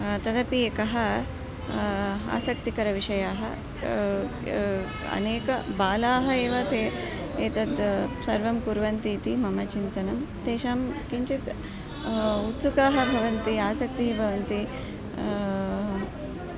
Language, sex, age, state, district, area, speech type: Sanskrit, female, 45-60, Karnataka, Dharwad, urban, spontaneous